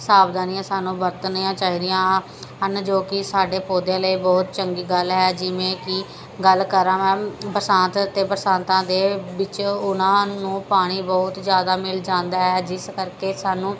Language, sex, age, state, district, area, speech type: Punjabi, female, 30-45, Punjab, Pathankot, rural, spontaneous